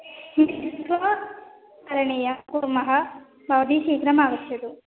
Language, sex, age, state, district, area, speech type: Sanskrit, female, 18-30, Kerala, Malappuram, urban, conversation